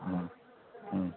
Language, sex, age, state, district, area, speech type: Bengali, male, 30-45, West Bengal, Darjeeling, rural, conversation